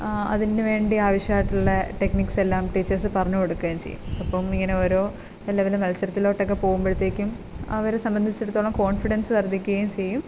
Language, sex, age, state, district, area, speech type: Malayalam, female, 18-30, Kerala, Kottayam, rural, spontaneous